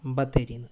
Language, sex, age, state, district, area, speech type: Malayalam, male, 18-30, Kerala, Wayanad, rural, spontaneous